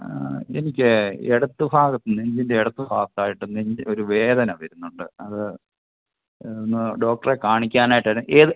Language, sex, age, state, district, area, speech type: Malayalam, male, 45-60, Kerala, Pathanamthitta, rural, conversation